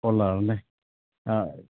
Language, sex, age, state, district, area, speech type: Malayalam, male, 30-45, Kerala, Idukki, rural, conversation